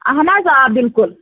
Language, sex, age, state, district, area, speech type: Kashmiri, female, 18-30, Jammu and Kashmir, Pulwama, urban, conversation